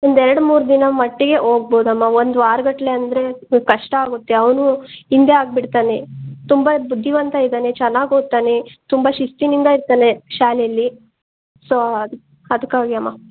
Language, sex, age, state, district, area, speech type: Kannada, female, 30-45, Karnataka, Chitradurga, rural, conversation